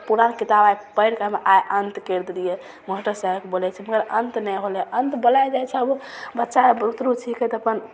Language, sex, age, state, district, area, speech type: Maithili, female, 18-30, Bihar, Begusarai, rural, spontaneous